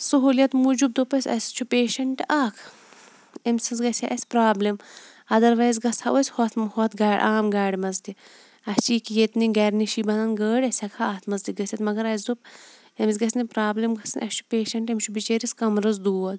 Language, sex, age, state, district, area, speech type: Kashmiri, female, 18-30, Jammu and Kashmir, Shopian, urban, spontaneous